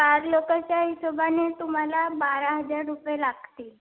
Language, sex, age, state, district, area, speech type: Marathi, female, 18-30, Maharashtra, Nagpur, urban, conversation